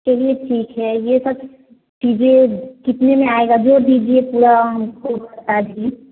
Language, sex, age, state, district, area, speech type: Hindi, female, 30-45, Uttar Pradesh, Varanasi, rural, conversation